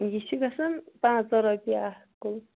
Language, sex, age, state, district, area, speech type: Kashmiri, female, 30-45, Jammu and Kashmir, Kulgam, rural, conversation